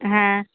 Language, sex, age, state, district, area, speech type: Bengali, female, 18-30, West Bengal, North 24 Parganas, rural, conversation